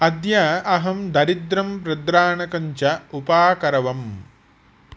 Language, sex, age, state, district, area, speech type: Sanskrit, male, 45-60, Andhra Pradesh, Chittoor, urban, read